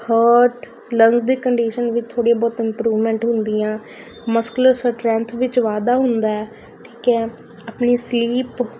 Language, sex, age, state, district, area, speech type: Punjabi, female, 18-30, Punjab, Faridkot, urban, spontaneous